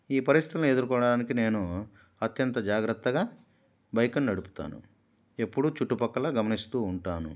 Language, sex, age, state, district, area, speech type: Telugu, male, 45-60, Andhra Pradesh, Kadapa, rural, spontaneous